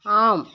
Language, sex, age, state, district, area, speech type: Tamil, female, 30-45, Tamil Nadu, Tirupattur, rural, read